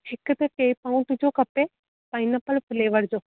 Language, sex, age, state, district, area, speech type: Sindhi, female, 18-30, Rajasthan, Ajmer, urban, conversation